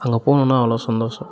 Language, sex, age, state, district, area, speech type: Tamil, male, 30-45, Tamil Nadu, Kallakurichi, urban, spontaneous